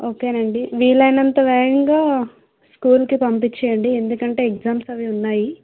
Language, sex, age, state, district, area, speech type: Telugu, female, 30-45, Andhra Pradesh, Vizianagaram, rural, conversation